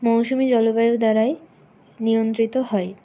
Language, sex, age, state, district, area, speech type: Bengali, female, 60+, West Bengal, Purulia, urban, spontaneous